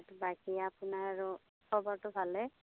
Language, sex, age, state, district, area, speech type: Assamese, female, 45-60, Assam, Darrang, rural, conversation